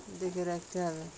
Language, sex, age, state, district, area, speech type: Bengali, female, 45-60, West Bengal, Birbhum, urban, spontaneous